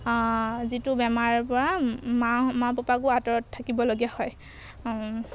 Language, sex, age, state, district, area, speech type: Assamese, female, 18-30, Assam, Golaghat, urban, spontaneous